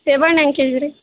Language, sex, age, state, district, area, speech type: Kannada, female, 18-30, Karnataka, Koppal, rural, conversation